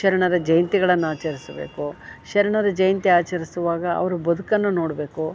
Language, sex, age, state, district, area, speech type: Kannada, female, 60+, Karnataka, Gadag, rural, spontaneous